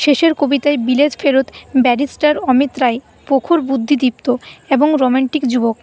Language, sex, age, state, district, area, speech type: Bengali, female, 30-45, West Bengal, Paschim Bardhaman, urban, spontaneous